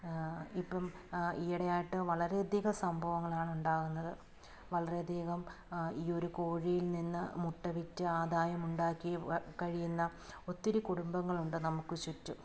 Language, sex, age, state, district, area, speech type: Malayalam, female, 30-45, Kerala, Alappuzha, rural, spontaneous